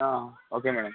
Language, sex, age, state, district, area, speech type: Telugu, male, 18-30, Andhra Pradesh, Anantapur, urban, conversation